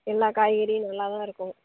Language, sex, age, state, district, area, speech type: Tamil, female, 18-30, Tamil Nadu, Nagapattinam, urban, conversation